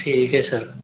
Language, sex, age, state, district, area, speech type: Hindi, male, 60+, Rajasthan, Jaipur, urban, conversation